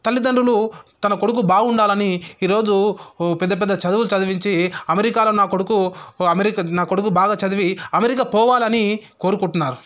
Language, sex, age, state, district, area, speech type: Telugu, male, 30-45, Telangana, Sangareddy, rural, spontaneous